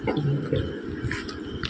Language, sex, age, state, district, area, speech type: Goan Konkani, male, 18-30, Goa, Quepem, urban, spontaneous